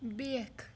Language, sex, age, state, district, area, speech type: Kashmiri, female, 18-30, Jammu and Kashmir, Srinagar, rural, read